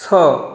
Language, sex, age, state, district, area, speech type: Goan Konkani, male, 18-30, Goa, Canacona, rural, read